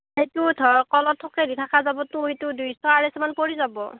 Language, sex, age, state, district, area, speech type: Assamese, female, 45-60, Assam, Darrang, rural, conversation